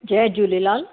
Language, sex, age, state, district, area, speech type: Sindhi, female, 30-45, Maharashtra, Thane, urban, conversation